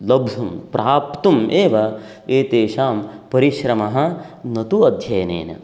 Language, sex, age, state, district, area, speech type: Sanskrit, male, 45-60, Karnataka, Uttara Kannada, rural, spontaneous